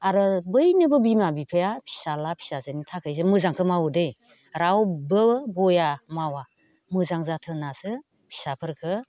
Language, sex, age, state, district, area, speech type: Bodo, female, 60+, Assam, Baksa, rural, spontaneous